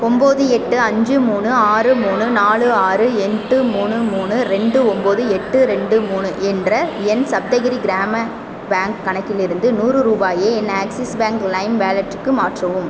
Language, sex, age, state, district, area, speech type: Tamil, female, 18-30, Tamil Nadu, Pudukkottai, rural, read